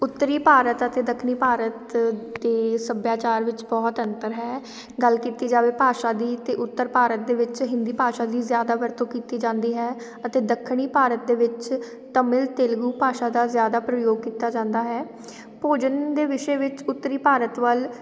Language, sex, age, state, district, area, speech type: Punjabi, female, 18-30, Punjab, Shaheed Bhagat Singh Nagar, urban, spontaneous